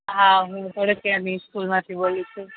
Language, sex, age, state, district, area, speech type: Gujarati, female, 30-45, Gujarat, Rajkot, urban, conversation